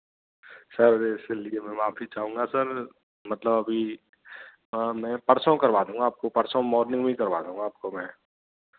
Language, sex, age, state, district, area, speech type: Hindi, male, 18-30, Rajasthan, Bharatpur, urban, conversation